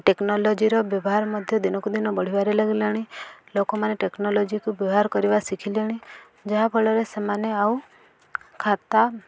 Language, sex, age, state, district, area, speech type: Odia, female, 18-30, Odisha, Subarnapur, rural, spontaneous